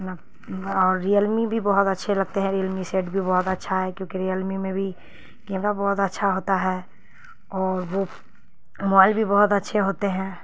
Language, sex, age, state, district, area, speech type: Urdu, female, 30-45, Bihar, Khagaria, rural, spontaneous